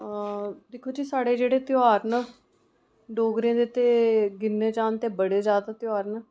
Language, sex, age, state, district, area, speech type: Dogri, female, 30-45, Jammu and Kashmir, Reasi, urban, spontaneous